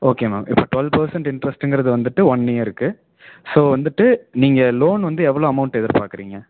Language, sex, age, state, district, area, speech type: Tamil, male, 18-30, Tamil Nadu, Salem, rural, conversation